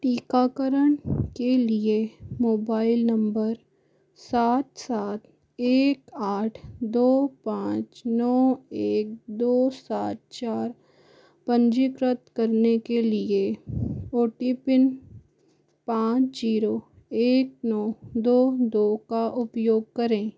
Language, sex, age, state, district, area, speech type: Hindi, male, 60+, Rajasthan, Jaipur, urban, read